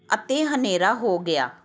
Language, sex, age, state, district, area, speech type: Punjabi, female, 30-45, Punjab, Tarn Taran, urban, read